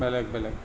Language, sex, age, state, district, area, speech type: Assamese, male, 45-60, Assam, Tinsukia, rural, spontaneous